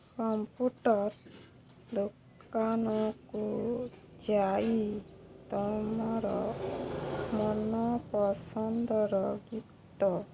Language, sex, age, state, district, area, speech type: Odia, female, 30-45, Odisha, Balangir, urban, spontaneous